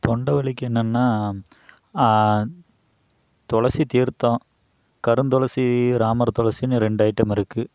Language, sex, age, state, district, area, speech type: Tamil, male, 30-45, Tamil Nadu, Coimbatore, rural, spontaneous